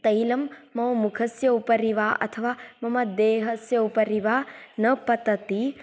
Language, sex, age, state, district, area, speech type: Sanskrit, female, 18-30, Karnataka, Tumkur, urban, spontaneous